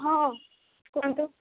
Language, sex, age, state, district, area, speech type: Odia, female, 18-30, Odisha, Ganjam, urban, conversation